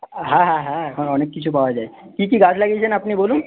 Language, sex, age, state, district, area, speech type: Bengali, male, 30-45, West Bengal, Paschim Bardhaman, urban, conversation